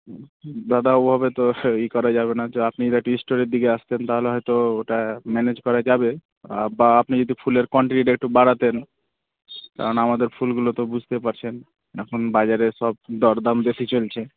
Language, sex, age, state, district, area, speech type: Bengali, male, 18-30, West Bengal, Murshidabad, urban, conversation